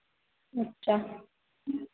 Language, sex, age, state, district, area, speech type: Hindi, female, 18-30, Madhya Pradesh, Narsinghpur, rural, conversation